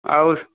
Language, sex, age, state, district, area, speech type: Odia, male, 60+, Odisha, Jharsuguda, rural, conversation